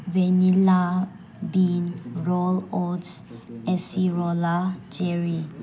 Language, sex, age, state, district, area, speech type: Manipuri, female, 18-30, Manipur, Chandel, rural, spontaneous